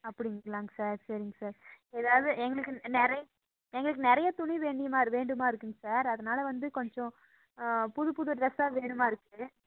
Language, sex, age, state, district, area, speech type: Tamil, female, 18-30, Tamil Nadu, Coimbatore, rural, conversation